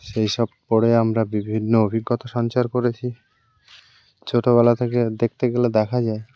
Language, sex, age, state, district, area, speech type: Bengali, male, 18-30, West Bengal, Birbhum, urban, spontaneous